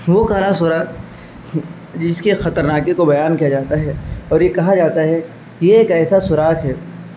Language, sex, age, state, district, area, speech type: Urdu, male, 30-45, Uttar Pradesh, Azamgarh, rural, spontaneous